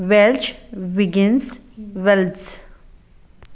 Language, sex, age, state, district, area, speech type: Goan Konkani, female, 30-45, Goa, Sanguem, rural, spontaneous